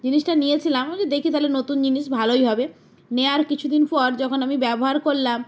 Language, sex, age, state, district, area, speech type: Bengali, female, 45-60, West Bengal, Jalpaiguri, rural, spontaneous